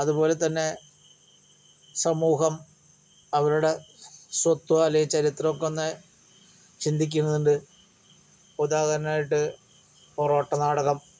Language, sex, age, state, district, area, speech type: Malayalam, male, 45-60, Kerala, Palakkad, rural, spontaneous